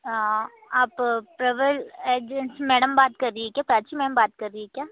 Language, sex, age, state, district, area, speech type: Hindi, female, 30-45, Madhya Pradesh, Chhindwara, urban, conversation